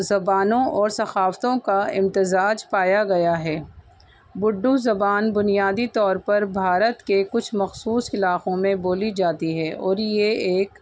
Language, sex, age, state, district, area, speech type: Urdu, female, 45-60, Delhi, North East Delhi, urban, spontaneous